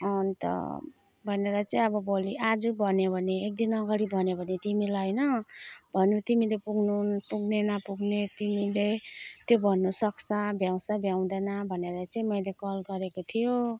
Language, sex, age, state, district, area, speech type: Nepali, female, 30-45, West Bengal, Alipurduar, urban, spontaneous